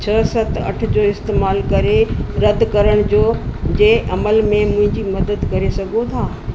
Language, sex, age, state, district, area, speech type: Sindhi, female, 60+, Delhi, South Delhi, urban, read